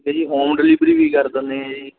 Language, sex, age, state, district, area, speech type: Punjabi, male, 18-30, Punjab, Mohali, rural, conversation